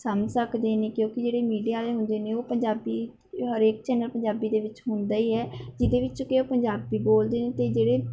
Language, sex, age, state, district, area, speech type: Punjabi, female, 18-30, Punjab, Mansa, rural, spontaneous